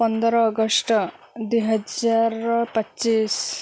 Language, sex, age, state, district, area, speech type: Odia, female, 18-30, Odisha, Sundergarh, urban, spontaneous